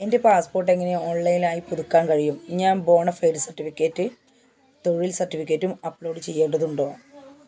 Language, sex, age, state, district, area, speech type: Malayalam, female, 45-60, Kerala, Malappuram, rural, read